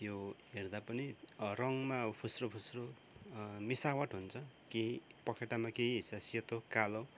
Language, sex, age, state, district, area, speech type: Nepali, male, 30-45, West Bengal, Kalimpong, rural, spontaneous